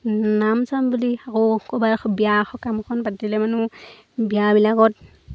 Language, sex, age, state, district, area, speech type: Assamese, female, 18-30, Assam, Lakhimpur, rural, spontaneous